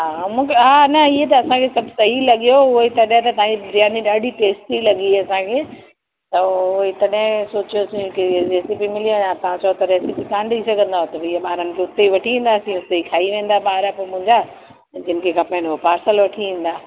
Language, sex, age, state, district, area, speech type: Sindhi, female, 30-45, Uttar Pradesh, Lucknow, rural, conversation